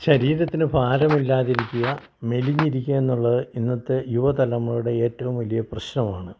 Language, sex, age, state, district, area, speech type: Malayalam, male, 60+, Kerala, Malappuram, rural, spontaneous